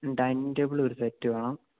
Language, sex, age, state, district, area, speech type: Malayalam, male, 18-30, Kerala, Idukki, rural, conversation